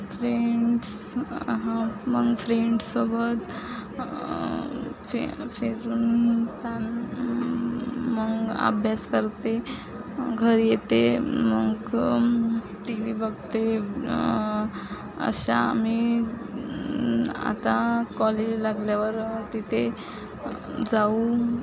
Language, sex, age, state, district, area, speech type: Marathi, female, 18-30, Maharashtra, Wardha, rural, spontaneous